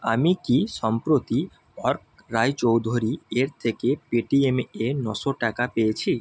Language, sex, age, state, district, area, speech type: Bengali, male, 30-45, West Bengal, Jalpaiguri, rural, read